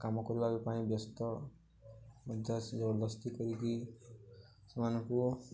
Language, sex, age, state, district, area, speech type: Odia, male, 18-30, Odisha, Nuapada, urban, spontaneous